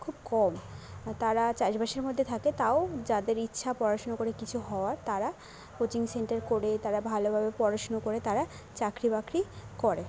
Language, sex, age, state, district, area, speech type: Bengali, female, 30-45, West Bengal, Jhargram, rural, spontaneous